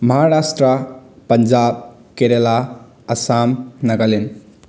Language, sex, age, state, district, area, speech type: Manipuri, male, 18-30, Manipur, Bishnupur, rural, spontaneous